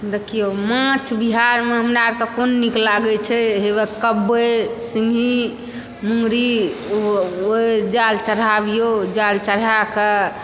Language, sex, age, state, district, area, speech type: Maithili, female, 60+, Bihar, Supaul, rural, spontaneous